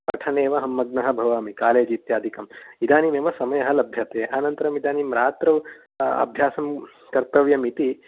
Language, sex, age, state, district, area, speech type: Sanskrit, male, 18-30, Karnataka, Mysore, urban, conversation